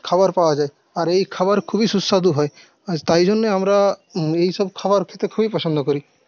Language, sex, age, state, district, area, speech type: Bengali, male, 30-45, West Bengal, Paschim Medinipur, rural, spontaneous